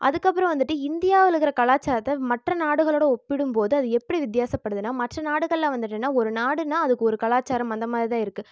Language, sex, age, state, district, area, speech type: Tamil, female, 18-30, Tamil Nadu, Erode, rural, spontaneous